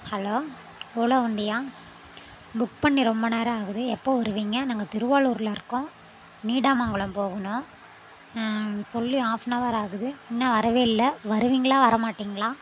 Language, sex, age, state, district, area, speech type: Tamil, female, 30-45, Tamil Nadu, Mayiladuthurai, urban, spontaneous